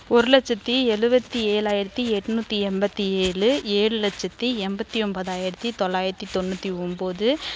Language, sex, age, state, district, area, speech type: Tamil, female, 18-30, Tamil Nadu, Namakkal, rural, spontaneous